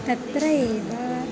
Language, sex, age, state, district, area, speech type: Sanskrit, female, 18-30, Kerala, Thrissur, urban, spontaneous